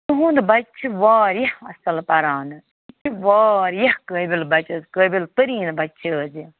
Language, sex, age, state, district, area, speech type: Kashmiri, female, 45-60, Jammu and Kashmir, Bandipora, rural, conversation